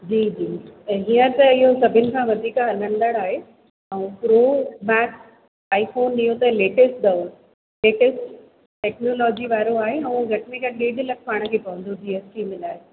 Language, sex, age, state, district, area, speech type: Sindhi, female, 30-45, Rajasthan, Ajmer, urban, conversation